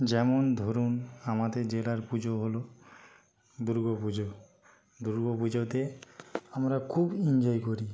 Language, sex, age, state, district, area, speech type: Bengali, male, 45-60, West Bengal, Nadia, rural, spontaneous